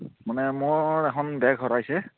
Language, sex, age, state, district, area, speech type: Assamese, male, 30-45, Assam, Barpeta, rural, conversation